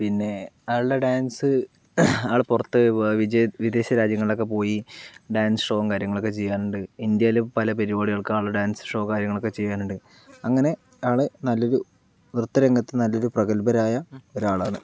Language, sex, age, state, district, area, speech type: Malayalam, male, 60+, Kerala, Palakkad, rural, spontaneous